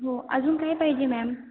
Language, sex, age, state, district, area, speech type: Marathi, female, 18-30, Maharashtra, Ahmednagar, rural, conversation